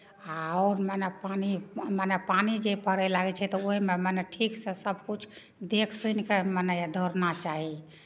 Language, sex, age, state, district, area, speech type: Maithili, female, 60+, Bihar, Madhepura, rural, spontaneous